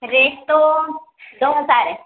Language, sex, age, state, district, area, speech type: Urdu, female, 18-30, Uttar Pradesh, Ghaziabad, urban, conversation